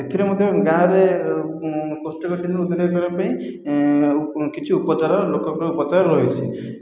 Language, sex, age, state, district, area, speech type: Odia, male, 18-30, Odisha, Khordha, rural, spontaneous